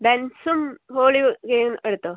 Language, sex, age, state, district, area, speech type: Malayalam, female, 18-30, Kerala, Kasaragod, rural, conversation